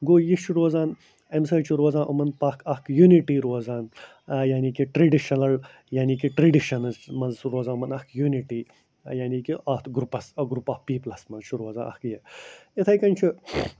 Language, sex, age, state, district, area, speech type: Kashmiri, male, 45-60, Jammu and Kashmir, Ganderbal, urban, spontaneous